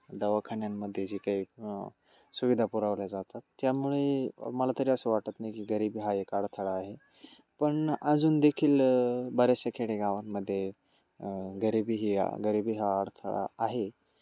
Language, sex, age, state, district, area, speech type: Marathi, male, 18-30, Maharashtra, Nashik, urban, spontaneous